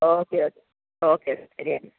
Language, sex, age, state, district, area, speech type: Malayalam, female, 45-60, Kerala, Pathanamthitta, rural, conversation